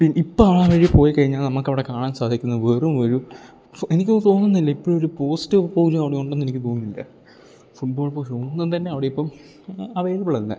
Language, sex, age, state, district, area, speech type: Malayalam, male, 18-30, Kerala, Idukki, rural, spontaneous